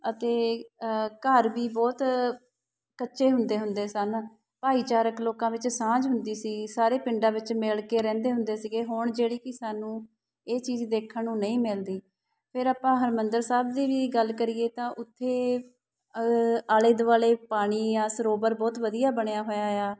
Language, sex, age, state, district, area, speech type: Punjabi, female, 30-45, Punjab, Shaheed Bhagat Singh Nagar, urban, spontaneous